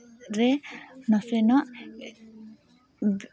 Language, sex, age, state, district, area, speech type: Santali, female, 18-30, Jharkhand, Seraikela Kharsawan, rural, spontaneous